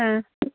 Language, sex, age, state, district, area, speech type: Malayalam, female, 45-60, Kerala, Thiruvananthapuram, urban, conversation